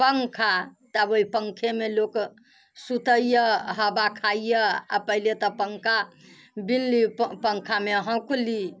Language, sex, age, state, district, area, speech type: Maithili, female, 60+, Bihar, Muzaffarpur, rural, spontaneous